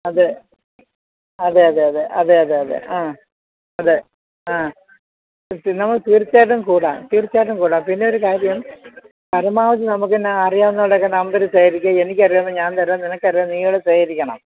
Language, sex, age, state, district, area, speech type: Malayalam, female, 60+, Kerala, Thiruvananthapuram, urban, conversation